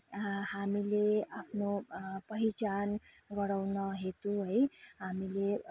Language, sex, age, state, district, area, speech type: Nepali, female, 30-45, West Bengal, Kalimpong, rural, spontaneous